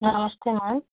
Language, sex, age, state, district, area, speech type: Hindi, female, 45-60, Uttar Pradesh, Hardoi, rural, conversation